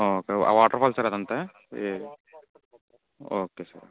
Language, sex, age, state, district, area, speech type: Telugu, male, 30-45, Andhra Pradesh, Alluri Sitarama Raju, rural, conversation